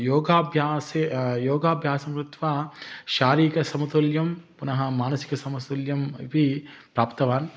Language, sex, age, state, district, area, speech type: Sanskrit, male, 30-45, Telangana, Hyderabad, urban, spontaneous